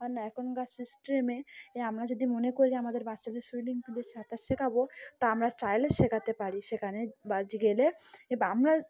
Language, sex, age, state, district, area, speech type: Bengali, female, 30-45, West Bengal, Cooch Behar, urban, spontaneous